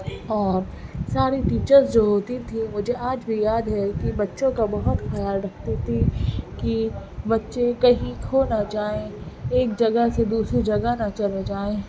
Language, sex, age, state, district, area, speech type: Urdu, female, 18-30, Delhi, Central Delhi, urban, spontaneous